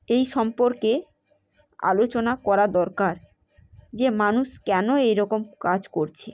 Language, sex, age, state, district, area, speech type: Bengali, female, 30-45, West Bengal, Hooghly, urban, spontaneous